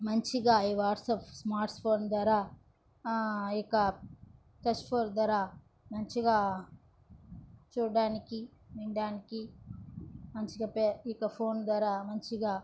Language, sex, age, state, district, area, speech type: Telugu, female, 18-30, Andhra Pradesh, Chittoor, rural, spontaneous